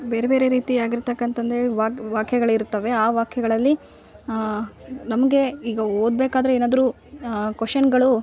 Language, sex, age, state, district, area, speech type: Kannada, female, 18-30, Karnataka, Vijayanagara, rural, spontaneous